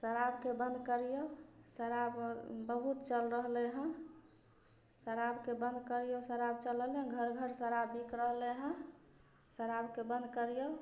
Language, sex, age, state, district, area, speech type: Maithili, female, 30-45, Bihar, Samastipur, urban, spontaneous